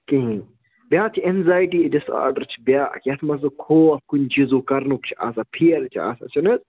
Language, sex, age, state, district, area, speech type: Kashmiri, male, 30-45, Jammu and Kashmir, Kupwara, rural, conversation